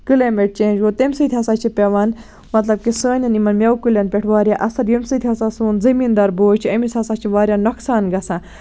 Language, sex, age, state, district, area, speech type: Kashmiri, female, 18-30, Jammu and Kashmir, Baramulla, rural, spontaneous